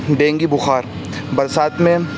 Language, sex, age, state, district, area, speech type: Urdu, male, 18-30, Uttar Pradesh, Saharanpur, urban, spontaneous